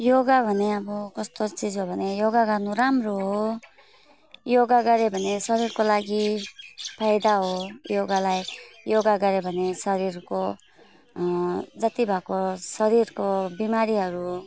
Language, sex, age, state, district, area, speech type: Nepali, female, 45-60, West Bengal, Alipurduar, urban, spontaneous